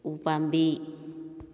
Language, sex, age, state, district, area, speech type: Manipuri, female, 45-60, Manipur, Kakching, rural, read